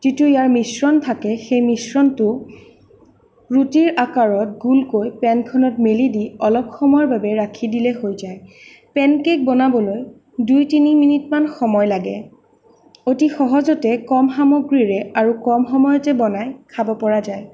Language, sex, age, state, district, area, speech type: Assamese, female, 18-30, Assam, Sonitpur, urban, spontaneous